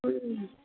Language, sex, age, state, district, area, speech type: Maithili, female, 60+, Bihar, Purnia, rural, conversation